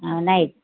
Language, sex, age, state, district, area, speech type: Marathi, female, 45-60, Maharashtra, Nagpur, urban, conversation